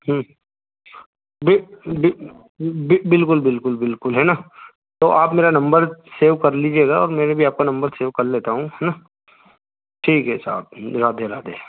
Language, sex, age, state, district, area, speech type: Hindi, male, 30-45, Madhya Pradesh, Ujjain, rural, conversation